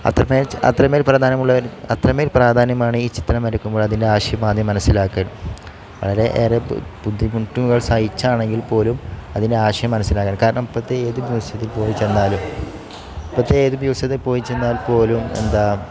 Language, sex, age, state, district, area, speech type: Malayalam, male, 18-30, Kerala, Malappuram, rural, spontaneous